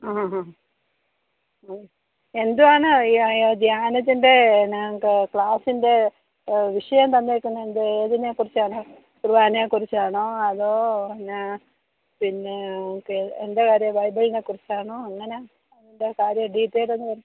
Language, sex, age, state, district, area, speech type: Malayalam, female, 45-60, Kerala, Kollam, rural, conversation